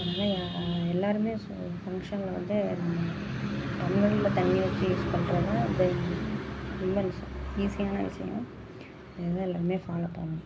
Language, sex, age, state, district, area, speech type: Tamil, female, 30-45, Tamil Nadu, Mayiladuthurai, urban, spontaneous